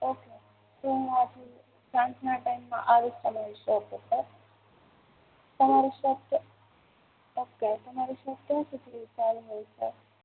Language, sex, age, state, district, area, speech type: Gujarati, female, 18-30, Gujarat, Junagadh, urban, conversation